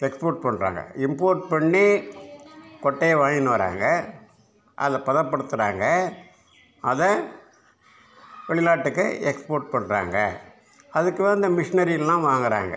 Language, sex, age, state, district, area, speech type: Tamil, male, 60+, Tamil Nadu, Cuddalore, rural, spontaneous